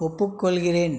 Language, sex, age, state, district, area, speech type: Tamil, male, 30-45, Tamil Nadu, Krishnagiri, rural, read